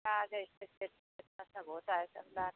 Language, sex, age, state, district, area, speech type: Hindi, female, 60+, Uttar Pradesh, Mau, rural, conversation